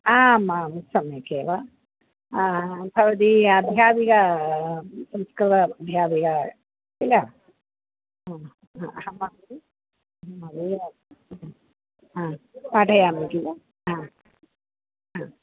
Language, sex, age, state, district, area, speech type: Sanskrit, female, 60+, Kerala, Kannur, urban, conversation